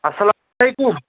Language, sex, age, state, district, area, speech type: Kashmiri, male, 45-60, Jammu and Kashmir, Kulgam, rural, conversation